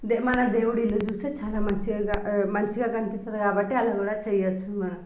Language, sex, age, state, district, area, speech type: Telugu, female, 18-30, Telangana, Nalgonda, urban, spontaneous